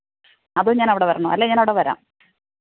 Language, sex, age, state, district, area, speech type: Malayalam, female, 45-60, Kerala, Pathanamthitta, rural, conversation